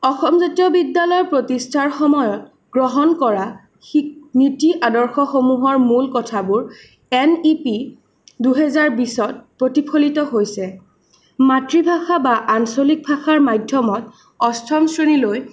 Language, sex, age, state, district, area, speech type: Assamese, female, 18-30, Assam, Sonitpur, urban, spontaneous